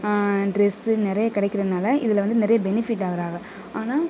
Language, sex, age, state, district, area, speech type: Tamil, female, 18-30, Tamil Nadu, Sivaganga, rural, spontaneous